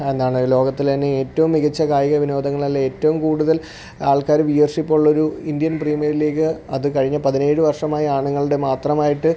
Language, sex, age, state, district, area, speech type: Malayalam, male, 18-30, Kerala, Alappuzha, rural, spontaneous